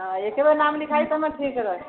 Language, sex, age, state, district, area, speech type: Maithili, female, 60+, Bihar, Sitamarhi, rural, conversation